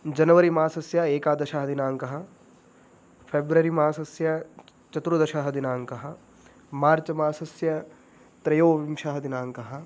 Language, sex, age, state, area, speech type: Sanskrit, male, 18-30, Haryana, rural, spontaneous